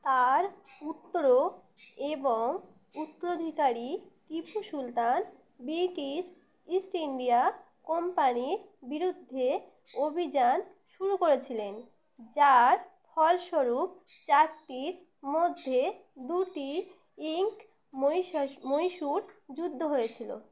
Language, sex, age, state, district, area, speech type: Bengali, female, 30-45, West Bengal, Uttar Dinajpur, urban, read